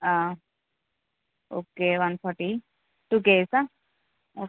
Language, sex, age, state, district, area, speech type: Telugu, female, 18-30, Andhra Pradesh, Visakhapatnam, urban, conversation